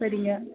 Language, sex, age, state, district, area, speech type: Tamil, female, 18-30, Tamil Nadu, Nilgiris, rural, conversation